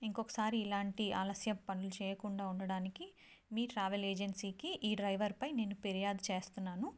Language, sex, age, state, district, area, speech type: Telugu, female, 18-30, Telangana, Karimnagar, rural, spontaneous